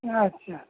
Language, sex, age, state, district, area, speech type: Bengali, male, 60+, West Bengal, Hooghly, rural, conversation